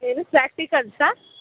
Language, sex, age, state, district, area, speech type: Kannada, female, 30-45, Karnataka, Chitradurga, rural, conversation